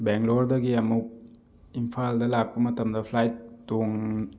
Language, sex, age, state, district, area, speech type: Manipuri, male, 18-30, Manipur, Thoubal, rural, spontaneous